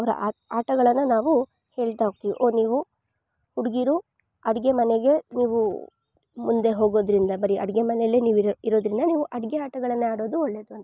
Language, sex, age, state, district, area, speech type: Kannada, female, 18-30, Karnataka, Chikkamagaluru, rural, spontaneous